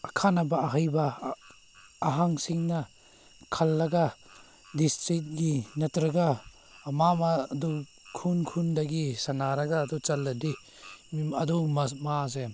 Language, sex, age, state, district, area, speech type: Manipuri, male, 30-45, Manipur, Senapati, rural, spontaneous